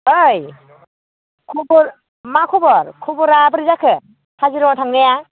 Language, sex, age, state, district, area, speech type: Bodo, female, 30-45, Assam, Baksa, rural, conversation